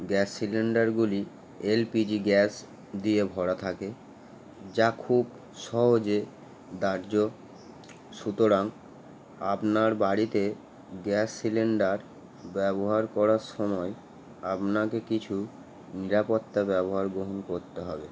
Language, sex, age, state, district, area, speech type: Bengali, male, 18-30, West Bengal, Howrah, urban, spontaneous